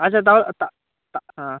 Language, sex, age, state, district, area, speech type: Bengali, male, 45-60, West Bengal, Hooghly, urban, conversation